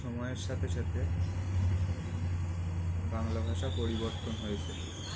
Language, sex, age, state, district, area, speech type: Bengali, male, 18-30, West Bengal, Uttar Dinajpur, urban, spontaneous